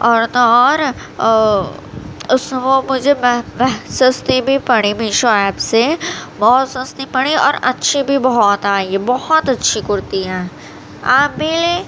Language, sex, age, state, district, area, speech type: Urdu, female, 18-30, Uttar Pradesh, Gautam Buddha Nagar, urban, spontaneous